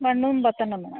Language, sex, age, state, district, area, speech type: Malayalam, female, 60+, Kerala, Idukki, rural, conversation